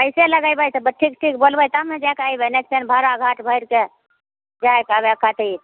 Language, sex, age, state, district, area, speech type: Maithili, female, 45-60, Bihar, Begusarai, rural, conversation